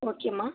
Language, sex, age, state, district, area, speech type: Tamil, female, 45-60, Tamil Nadu, Tiruvarur, rural, conversation